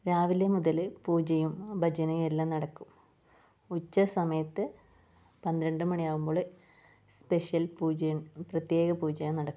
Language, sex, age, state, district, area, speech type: Malayalam, female, 30-45, Kerala, Kasaragod, rural, spontaneous